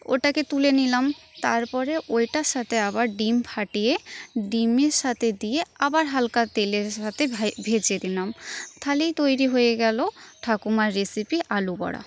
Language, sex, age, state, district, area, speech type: Bengali, female, 30-45, West Bengal, Paschim Medinipur, rural, spontaneous